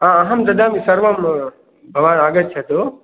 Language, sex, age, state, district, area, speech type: Sanskrit, male, 45-60, Uttar Pradesh, Prayagraj, urban, conversation